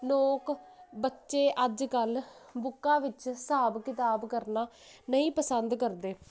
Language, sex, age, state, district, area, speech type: Punjabi, female, 18-30, Punjab, Jalandhar, urban, spontaneous